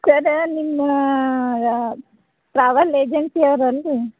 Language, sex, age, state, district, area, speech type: Kannada, female, 30-45, Karnataka, Bagalkot, rural, conversation